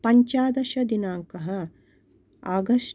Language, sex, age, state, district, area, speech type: Sanskrit, female, 45-60, Karnataka, Mysore, urban, spontaneous